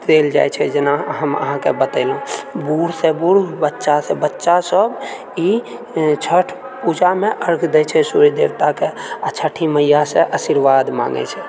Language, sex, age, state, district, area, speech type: Maithili, male, 30-45, Bihar, Purnia, rural, spontaneous